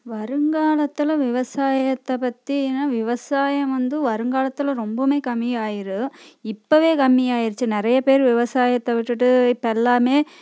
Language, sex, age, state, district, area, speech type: Tamil, female, 30-45, Tamil Nadu, Coimbatore, rural, spontaneous